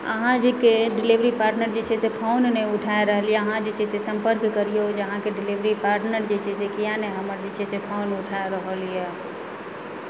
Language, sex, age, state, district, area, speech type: Maithili, female, 30-45, Bihar, Supaul, rural, spontaneous